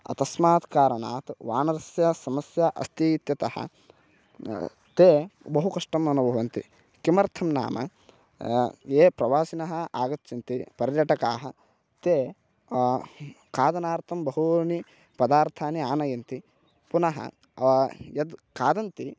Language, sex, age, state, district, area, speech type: Sanskrit, male, 18-30, Karnataka, Bagalkot, rural, spontaneous